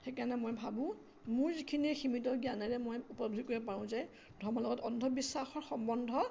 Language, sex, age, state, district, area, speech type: Assamese, female, 60+, Assam, Majuli, urban, spontaneous